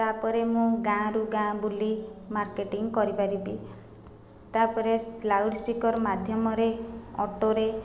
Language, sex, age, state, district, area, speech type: Odia, female, 30-45, Odisha, Khordha, rural, spontaneous